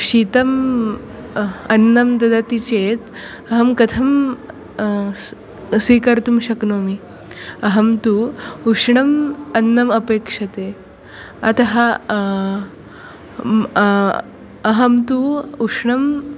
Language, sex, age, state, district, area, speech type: Sanskrit, female, 18-30, Maharashtra, Nagpur, urban, spontaneous